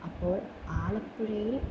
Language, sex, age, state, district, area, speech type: Malayalam, female, 18-30, Kerala, Wayanad, rural, spontaneous